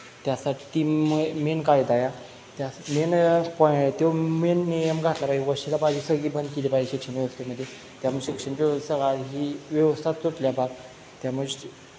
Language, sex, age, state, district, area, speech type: Marathi, male, 18-30, Maharashtra, Sangli, rural, spontaneous